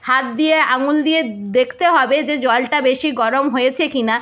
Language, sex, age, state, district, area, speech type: Bengali, female, 60+, West Bengal, Nadia, rural, spontaneous